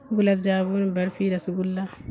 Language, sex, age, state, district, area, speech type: Urdu, female, 60+, Bihar, Khagaria, rural, spontaneous